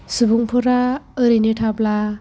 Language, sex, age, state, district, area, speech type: Bodo, female, 18-30, Assam, Chirang, rural, spontaneous